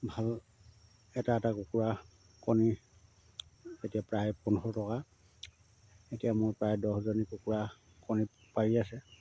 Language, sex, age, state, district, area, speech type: Assamese, male, 30-45, Assam, Sivasagar, rural, spontaneous